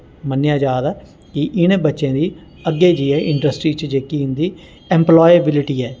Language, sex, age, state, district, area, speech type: Dogri, male, 45-60, Jammu and Kashmir, Jammu, urban, spontaneous